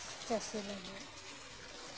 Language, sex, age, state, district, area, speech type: Santali, female, 30-45, West Bengal, Birbhum, rural, spontaneous